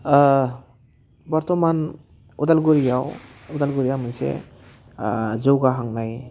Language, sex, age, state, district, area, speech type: Bodo, male, 30-45, Assam, Udalguri, urban, spontaneous